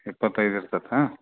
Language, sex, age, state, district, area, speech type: Kannada, male, 45-60, Karnataka, Bellary, rural, conversation